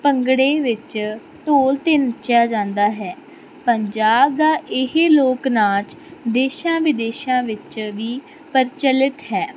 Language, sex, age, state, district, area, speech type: Punjabi, female, 18-30, Punjab, Barnala, rural, spontaneous